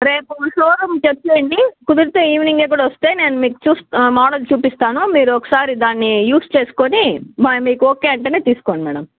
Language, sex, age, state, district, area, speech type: Telugu, female, 60+, Andhra Pradesh, Chittoor, rural, conversation